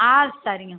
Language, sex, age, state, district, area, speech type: Tamil, female, 45-60, Tamil Nadu, Kallakurichi, rural, conversation